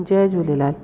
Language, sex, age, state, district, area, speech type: Sindhi, female, 45-60, Delhi, South Delhi, urban, spontaneous